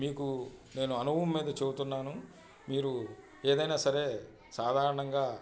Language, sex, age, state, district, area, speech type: Telugu, male, 45-60, Andhra Pradesh, Bapatla, urban, spontaneous